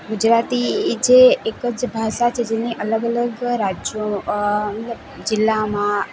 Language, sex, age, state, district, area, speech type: Gujarati, female, 18-30, Gujarat, Valsad, rural, spontaneous